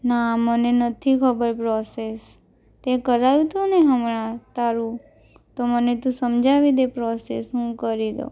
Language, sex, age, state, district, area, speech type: Gujarati, female, 18-30, Gujarat, Anand, rural, spontaneous